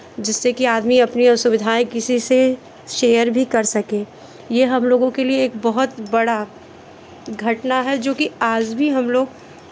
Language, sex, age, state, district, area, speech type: Hindi, female, 30-45, Uttar Pradesh, Chandauli, rural, spontaneous